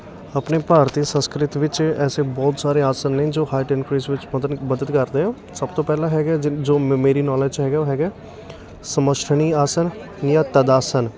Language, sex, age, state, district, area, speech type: Punjabi, male, 18-30, Punjab, Patiala, urban, spontaneous